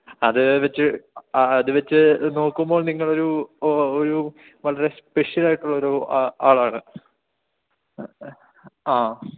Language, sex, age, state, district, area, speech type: Malayalam, male, 18-30, Kerala, Idukki, urban, conversation